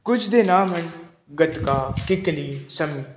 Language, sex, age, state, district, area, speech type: Punjabi, male, 18-30, Punjab, Pathankot, urban, spontaneous